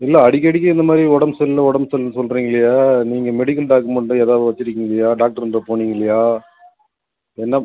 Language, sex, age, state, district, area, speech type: Tamil, male, 30-45, Tamil Nadu, Cuddalore, rural, conversation